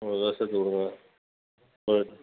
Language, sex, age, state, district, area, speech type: Tamil, male, 30-45, Tamil Nadu, Ariyalur, rural, conversation